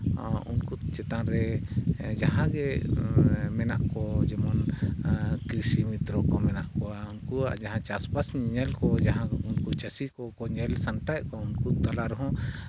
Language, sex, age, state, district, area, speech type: Santali, male, 45-60, Jharkhand, East Singhbhum, rural, spontaneous